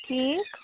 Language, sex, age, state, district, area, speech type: Kashmiri, female, 30-45, Jammu and Kashmir, Kulgam, rural, conversation